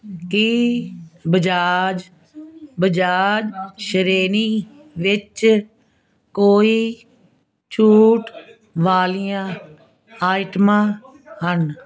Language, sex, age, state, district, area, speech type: Punjabi, female, 60+, Punjab, Fazilka, rural, read